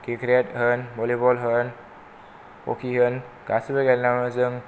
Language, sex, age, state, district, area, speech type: Bodo, male, 18-30, Assam, Kokrajhar, rural, spontaneous